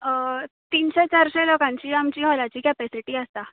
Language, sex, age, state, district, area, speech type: Goan Konkani, female, 18-30, Goa, Canacona, rural, conversation